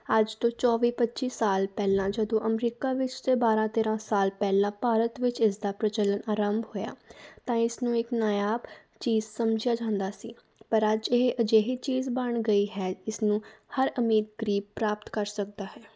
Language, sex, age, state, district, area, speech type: Punjabi, female, 18-30, Punjab, Fatehgarh Sahib, rural, spontaneous